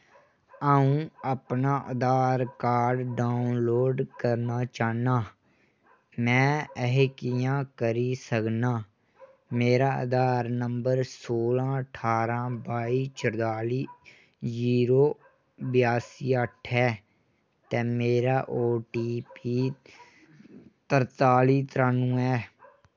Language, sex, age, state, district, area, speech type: Dogri, male, 18-30, Jammu and Kashmir, Kathua, rural, read